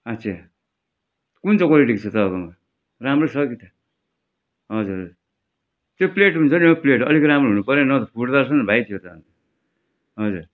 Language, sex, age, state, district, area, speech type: Nepali, male, 60+, West Bengal, Darjeeling, rural, spontaneous